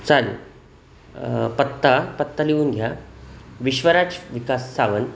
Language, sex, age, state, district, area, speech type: Marathi, male, 30-45, Maharashtra, Sindhudurg, rural, spontaneous